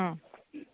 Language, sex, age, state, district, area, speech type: Malayalam, female, 45-60, Kerala, Idukki, rural, conversation